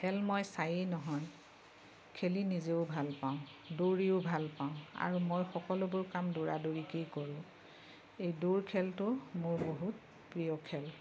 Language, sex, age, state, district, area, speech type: Assamese, female, 45-60, Assam, Darrang, rural, spontaneous